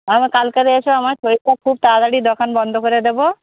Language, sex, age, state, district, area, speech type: Bengali, female, 30-45, West Bengal, Darjeeling, urban, conversation